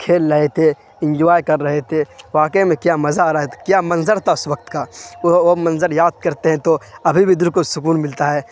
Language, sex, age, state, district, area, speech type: Urdu, male, 18-30, Bihar, Khagaria, rural, spontaneous